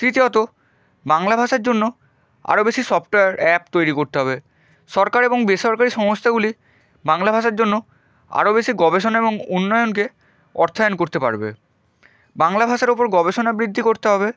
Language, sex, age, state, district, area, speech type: Bengali, male, 30-45, West Bengal, Purba Medinipur, rural, spontaneous